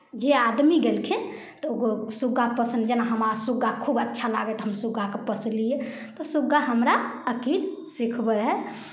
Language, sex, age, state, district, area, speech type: Maithili, female, 18-30, Bihar, Samastipur, rural, spontaneous